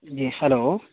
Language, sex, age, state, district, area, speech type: Urdu, male, 18-30, Bihar, Saharsa, rural, conversation